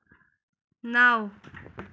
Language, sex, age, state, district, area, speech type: Kashmiri, female, 30-45, Jammu and Kashmir, Anantnag, rural, read